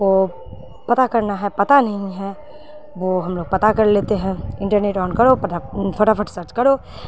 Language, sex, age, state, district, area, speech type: Urdu, female, 30-45, Bihar, Khagaria, rural, spontaneous